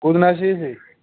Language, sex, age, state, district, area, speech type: Odia, male, 30-45, Odisha, Kendujhar, urban, conversation